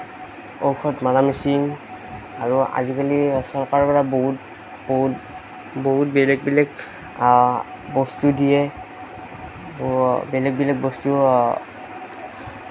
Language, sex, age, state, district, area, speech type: Assamese, male, 18-30, Assam, Nagaon, rural, spontaneous